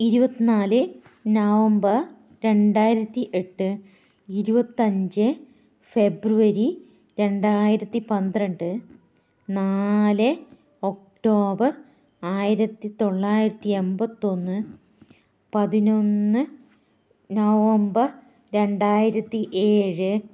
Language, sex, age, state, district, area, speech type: Malayalam, female, 30-45, Kerala, Kannur, rural, spontaneous